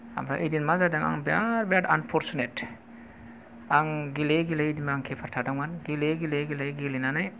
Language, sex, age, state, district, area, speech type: Bodo, male, 45-60, Assam, Kokrajhar, rural, spontaneous